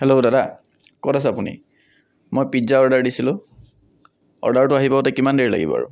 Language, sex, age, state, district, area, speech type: Assamese, male, 18-30, Assam, Kamrup Metropolitan, urban, spontaneous